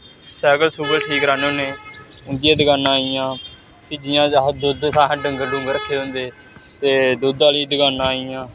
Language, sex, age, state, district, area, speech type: Dogri, male, 18-30, Jammu and Kashmir, Samba, rural, spontaneous